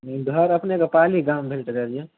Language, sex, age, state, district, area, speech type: Maithili, male, 18-30, Bihar, Darbhanga, rural, conversation